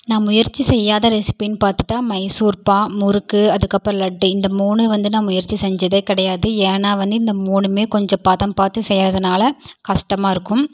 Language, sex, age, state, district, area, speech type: Tamil, female, 18-30, Tamil Nadu, Erode, rural, spontaneous